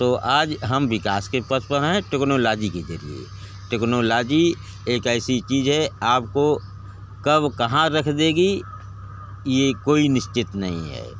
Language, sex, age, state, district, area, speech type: Hindi, male, 60+, Uttar Pradesh, Bhadohi, rural, spontaneous